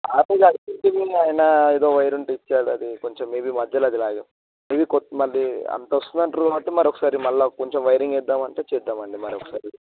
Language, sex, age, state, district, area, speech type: Telugu, male, 18-30, Telangana, Siddipet, rural, conversation